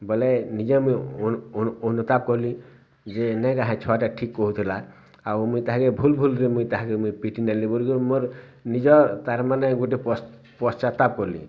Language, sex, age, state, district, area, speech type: Odia, male, 60+, Odisha, Bargarh, rural, spontaneous